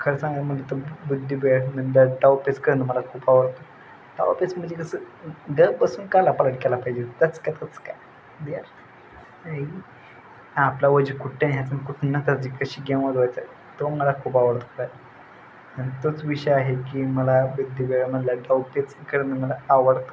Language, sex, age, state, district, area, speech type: Marathi, male, 18-30, Maharashtra, Satara, urban, spontaneous